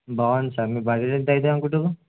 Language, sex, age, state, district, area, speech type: Telugu, male, 18-30, Telangana, Warangal, rural, conversation